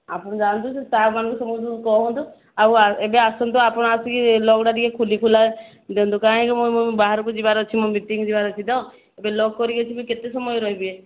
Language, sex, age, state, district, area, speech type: Odia, female, 45-60, Odisha, Sambalpur, rural, conversation